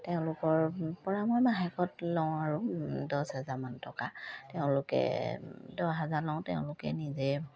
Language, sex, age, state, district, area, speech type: Assamese, female, 30-45, Assam, Charaideo, rural, spontaneous